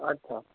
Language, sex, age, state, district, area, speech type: Bengali, male, 18-30, West Bengal, North 24 Parganas, rural, conversation